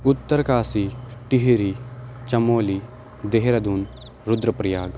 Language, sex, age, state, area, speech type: Sanskrit, male, 18-30, Uttarakhand, rural, spontaneous